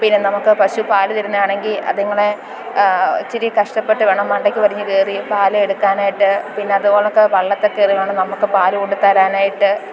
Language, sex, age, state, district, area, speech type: Malayalam, female, 30-45, Kerala, Alappuzha, rural, spontaneous